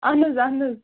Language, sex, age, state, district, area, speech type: Kashmiri, other, 18-30, Jammu and Kashmir, Bandipora, rural, conversation